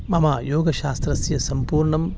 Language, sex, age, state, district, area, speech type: Sanskrit, male, 30-45, Karnataka, Uttara Kannada, urban, spontaneous